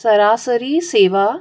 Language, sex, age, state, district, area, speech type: Goan Konkani, female, 45-60, Goa, Salcete, rural, read